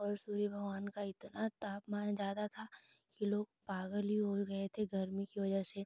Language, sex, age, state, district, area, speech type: Hindi, female, 18-30, Uttar Pradesh, Ghazipur, rural, spontaneous